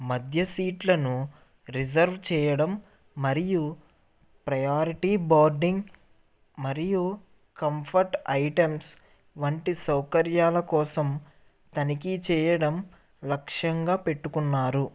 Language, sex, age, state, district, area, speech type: Telugu, male, 30-45, Andhra Pradesh, N T Rama Rao, urban, read